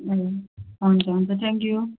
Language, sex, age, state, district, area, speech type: Nepali, female, 18-30, West Bengal, Kalimpong, rural, conversation